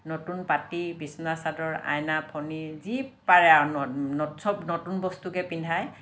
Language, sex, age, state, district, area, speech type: Assamese, female, 60+, Assam, Lakhimpur, rural, spontaneous